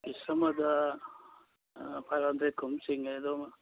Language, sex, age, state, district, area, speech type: Manipuri, male, 30-45, Manipur, Churachandpur, rural, conversation